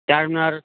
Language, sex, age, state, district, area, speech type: Telugu, male, 60+, Andhra Pradesh, Guntur, urban, conversation